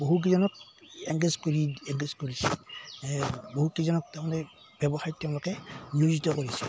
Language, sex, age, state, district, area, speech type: Assamese, male, 60+, Assam, Udalguri, rural, spontaneous